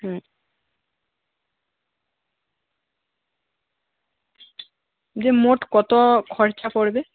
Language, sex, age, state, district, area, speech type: Bengali, male, 18-30, West Bengal, Jhargram, rural, conversation